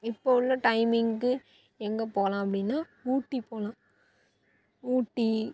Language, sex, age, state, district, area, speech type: Tamil, female, 18-30, Tamil Nadu, Thoothukudi, urban, spontaneous